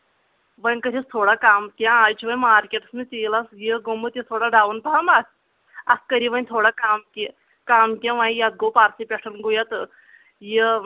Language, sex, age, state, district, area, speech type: Kashmiri, female, 30-45, Jammu and Kashmir, Anantnag, rural, conversation